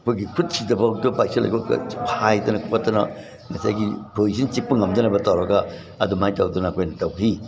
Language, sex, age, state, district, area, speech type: Manipuri, male, 60+, Manipur, Imphal East, rural, spontaneous